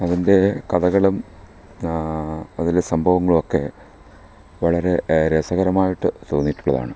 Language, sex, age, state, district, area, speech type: Malayalam, male, 45-60, Kerala, Kollam, rural, spontaneous